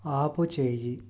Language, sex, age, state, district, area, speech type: Telugu, male, 18-30, Andhra Pradesh, Krishna, urban, read